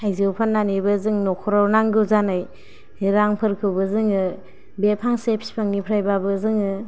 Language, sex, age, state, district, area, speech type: Bodo, female, 18-30, Assam, Kokrajhar, rural, spontaneous